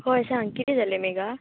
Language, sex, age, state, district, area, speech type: Goan Konkani, female, 18-30, Goa, Tiswadi, rural, conversation